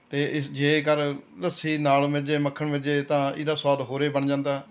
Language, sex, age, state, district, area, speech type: Punjabi, male, 60+, Punjab, Rupnagar, rural, spontaneous